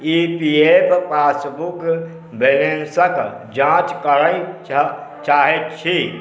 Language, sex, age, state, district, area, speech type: Maithili, male, 45-60, Bihar, Supaul, urban, read